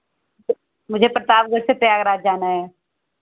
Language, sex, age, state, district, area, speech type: Hindi, female, 18-30, Uttar Pradesh, Pratapgarh, rural, conversation